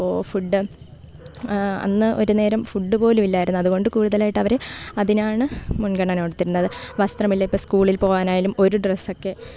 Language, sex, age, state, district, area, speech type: Malayalam, female, 18-30, Kerala, Thiruvananthapuram, rural, spontaneous